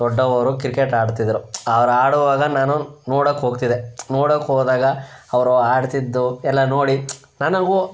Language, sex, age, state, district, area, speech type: Kannada, male, 18-30, Karnataka, Chamarajanagar, rural, spontaneous